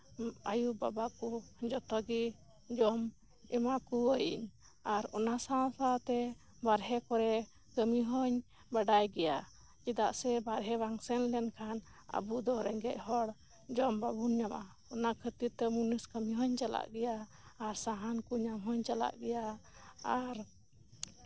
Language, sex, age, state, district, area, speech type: Santali, female, 30-45, West Bengal, Birbhum, rural, spontaneous